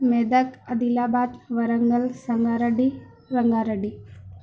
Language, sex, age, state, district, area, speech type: Urdu, female, 30-45, Telangana, Hyderabad, urban, spontaneous